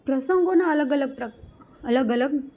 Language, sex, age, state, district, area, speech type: Gujarati, female, 30-45, Gujarat, Rajkot, rural, spontaneous